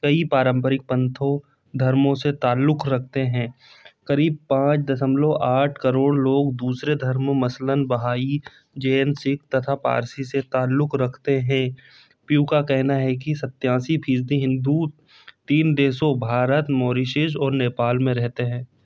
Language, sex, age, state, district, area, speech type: Hindi, male, 18-30, Madhya Pradesh, Bhopal, urban, spontaneous